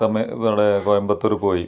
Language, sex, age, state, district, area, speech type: Malayalam, male, 30-45, Kerala, Malappuram, rural, spontaneous